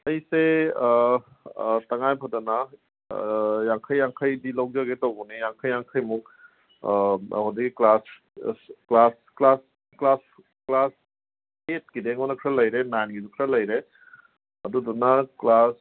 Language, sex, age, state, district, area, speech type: Manipuri, male, 30-45, Manipur, Kangpokpi, urban, conversation